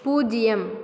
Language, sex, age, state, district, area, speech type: Tamil, female, 30-45, Tamil Nadu, Cuddalore, rural, read